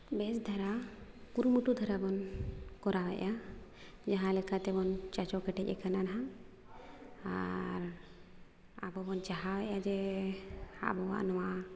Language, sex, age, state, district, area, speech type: Santali, female, 30-45, Jharkhand, Seraikela Kharsawan, rural, spontaneous